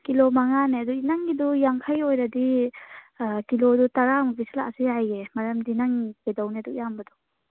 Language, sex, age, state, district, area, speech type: Manipuri, female, 18-30, Manipur, Churachandpur, rural, conversation